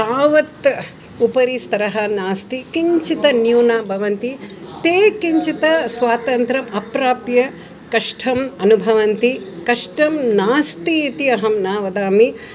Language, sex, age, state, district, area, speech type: Sanskrit, female, 60+, Tamil Nadu, Chennai, urban, spontaneous